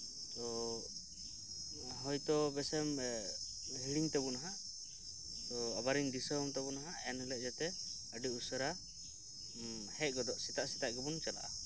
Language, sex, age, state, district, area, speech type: Santali, male, 18-30, West Bengal, Birbhum, rural, spontaneous